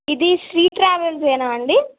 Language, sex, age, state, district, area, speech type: Telugu, female, 18-30, Telangana, Nizamabad, rural, conversation